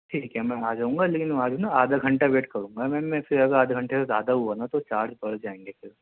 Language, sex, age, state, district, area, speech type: Urdu, male, 30-45, Delhi, Central Delhi, urban, conversation